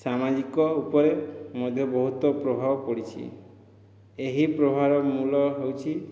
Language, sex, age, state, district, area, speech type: Odia, male, 30-45, Odisha, Boudh, rural, spontaneous